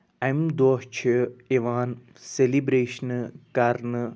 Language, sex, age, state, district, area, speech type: Kashmiri, male, 30-45, Jammu and Kashmir, Anantnag, rural, spontaneous